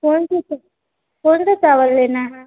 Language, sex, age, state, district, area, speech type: Hindi, female, 18-30, Bihar, Vaishali, rural, conversation